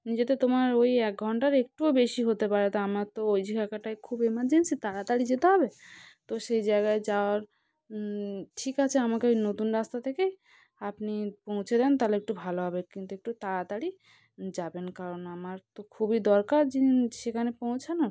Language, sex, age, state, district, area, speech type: Bengali, female, 30-45, West Bengal, South 24 Parganas, rural, spontaneous